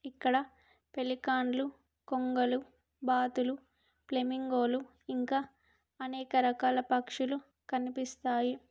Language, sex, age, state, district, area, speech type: Telugu, female, 18-30, Andhra Pradesh, Alluri Sitarama Raju, rural, spontaneous